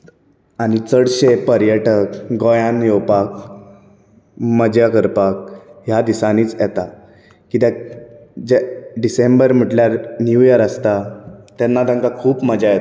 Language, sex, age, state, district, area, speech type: Goan Konkani, male, 18-30, Goa, Bardez, rural, spontaneous